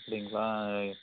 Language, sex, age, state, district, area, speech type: Tamil, male, 30-45, Tamil Nadu, Coimbatore, rural, conversation